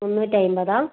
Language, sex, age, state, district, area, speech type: Malayalam, female, 30-45, Kerala, Kannur, rural, conversation